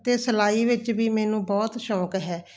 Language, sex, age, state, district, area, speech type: Punjabi, female, 60+, Punjab, Barnala, rural, spontaneous